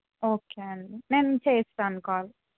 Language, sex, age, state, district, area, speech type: Telugu, female, 18-30, Telangana, Suryapet, urban, conversation